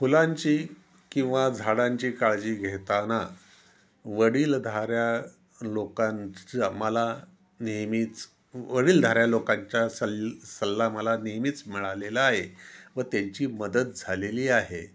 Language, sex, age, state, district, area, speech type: Marathi, male, 60+, Maharashtra, Osmanabad, rural, spontaneous